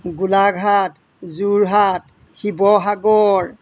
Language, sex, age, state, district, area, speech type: Assamese, male, 60+, Assam, Golaghat, rural, spontaneous